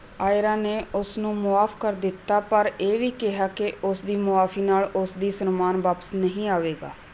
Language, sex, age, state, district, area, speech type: Punjabi, female, 30-45, Punjab, Rupnagar, rural, read